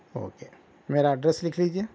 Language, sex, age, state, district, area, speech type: Urdu, female, 45-60, Telangana, Hyderabad, urban, spontaneous